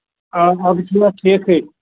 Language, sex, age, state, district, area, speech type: Kashmiri, male, 60+, Jammu and Kashmir, Ganderbal, rural, conversation